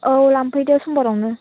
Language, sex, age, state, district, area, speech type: Bodo, female, 45-60, Assam, Chirang, rural, conversation